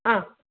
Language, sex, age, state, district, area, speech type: Malayalam, female, 30-45, Kerala, Pathanamthitta, rural, conversation